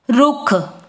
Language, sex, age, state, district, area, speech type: Punjabi, female, 18-30, Punjab, Rupnagar, urban, read